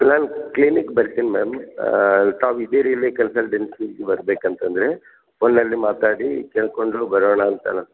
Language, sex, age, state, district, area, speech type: Kannada, male, 60+, Karnataka, Gulbarga, urban, conversation